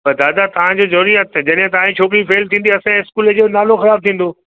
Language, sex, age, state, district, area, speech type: Sindhi, male, 60+, Gujarat, Kutch, urban, conversation